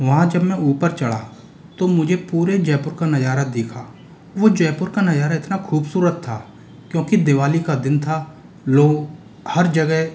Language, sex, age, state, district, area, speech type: Hindi, male, 18-30, Rajasthan, Jaipur, urban, spontaneous